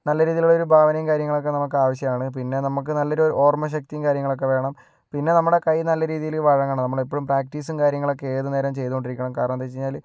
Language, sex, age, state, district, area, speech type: Malayalam, male, 30-45, Kerala, Kozhikode, urban, spontaneous